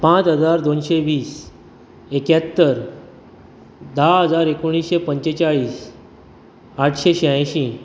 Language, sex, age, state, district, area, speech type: Goan Konkani, male, 30-45, Goa, Bardez, rural, spontaneous